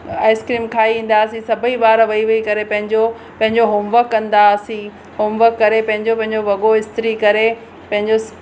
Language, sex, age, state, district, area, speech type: Sindhi, female, 45-60, Maharashtra, Pune, urban, spontaneous